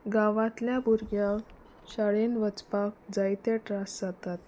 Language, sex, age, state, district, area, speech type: Goan Konkani, female, 30-45, Goa, Salcete, rural, spontaneous